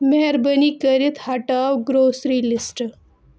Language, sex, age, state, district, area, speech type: Kashmiri, female, 18-30, Jammu and Kashmir, Budgam, rural, read